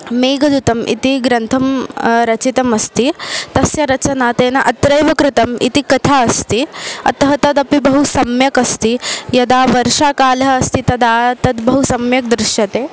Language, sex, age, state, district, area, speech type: Sanskrit, female, 18-30, Maharashtra, Ahmednagar, urban, spontaneous